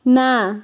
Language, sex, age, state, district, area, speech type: Odia, female, 18-30, Odisha, Kendrapara, urban, read